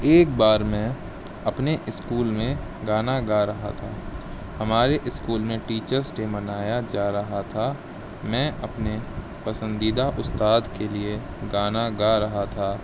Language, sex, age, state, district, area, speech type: Urdu, male, 18-30, Uttar Pradesh, Shahjahanpur, rural, spontaneous